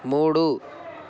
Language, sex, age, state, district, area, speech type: Telugu, male, 18-30, Telangana, Medchal, urban, read